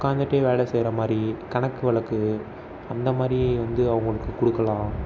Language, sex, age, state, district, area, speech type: Tamil, male, 18-30, Tamil Nadu, Tiruvarur, urban, spontaneous